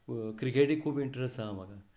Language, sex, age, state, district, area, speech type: Goan Konkani, male, 60+, Goa, Tiswadi, rural, spontaneous